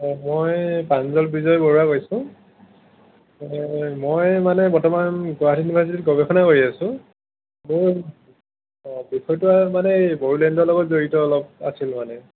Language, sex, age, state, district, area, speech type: Assamese, male, 18-30, Assam, Kamrup Metropolitan, urban, conversation